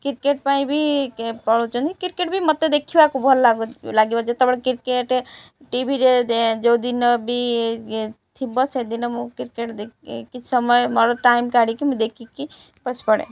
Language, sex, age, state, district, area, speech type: Odia, female, 30-45, Odisha, Rayagada, rural, spontaneous